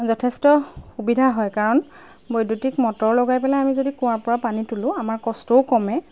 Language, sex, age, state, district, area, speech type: Assamese, female, 30-45, Assam, Golaghat, urban, spontaneous